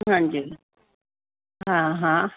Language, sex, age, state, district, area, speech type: Sindhi, female, 45-60, Delhi, South Delhi, urban, conversation